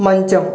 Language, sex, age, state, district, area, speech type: Telugu, male, 18-30, Telangana, Medak, rural, read